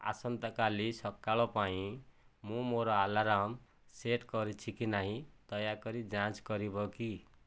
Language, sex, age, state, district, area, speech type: Odia, male, 30-45, Odisha, Nayagarh, rural, read